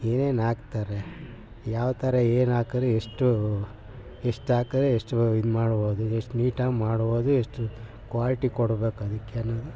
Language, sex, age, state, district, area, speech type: Kannada, male, 60+, Karnataka, Mysore, rural, spontaneous